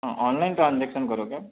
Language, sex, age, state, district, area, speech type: Hindi, male, 60+, Madhya Pradesh, Balaghat, rural, conversation